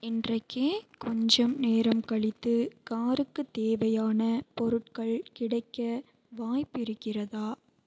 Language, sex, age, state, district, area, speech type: Tamil, female, 18-30, Tamil Nadu, Mayiladuthurai, rural, read